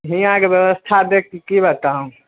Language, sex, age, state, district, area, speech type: Maithili, male, 18-30, Bihar, Samastipur, rural, conversation